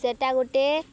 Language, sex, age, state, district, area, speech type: Odia, female, 18-30, Odisha, Nuapada, rural, spontaneous